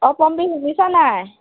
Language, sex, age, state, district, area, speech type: Assamese, female, 18-30, Assam, Lakhimpur, rural, conversation